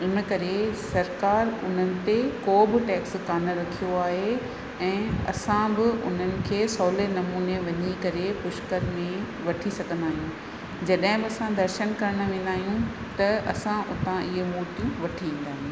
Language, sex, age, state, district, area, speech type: Sindhi, female, 45-60, Rajasthan, Ajmer, rural, spontaneous